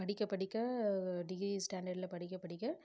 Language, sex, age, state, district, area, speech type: Tamil, female, 18-30, Tamil Nadu, Namakkal, rural, spontaneous